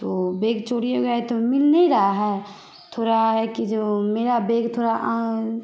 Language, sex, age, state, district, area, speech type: Hindi, female, 18-30, Bihar, Samastipur, urban, spontaneous